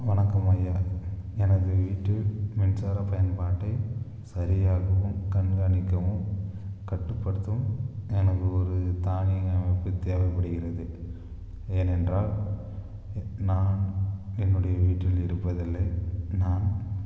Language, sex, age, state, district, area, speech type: Tamil, male, 18-30, Tamil Nadu, Dharmapuri, rural, spontaneous